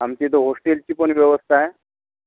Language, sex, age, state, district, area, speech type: Marathi, male, 60+, Maharashtra, Amravati, rural, conversation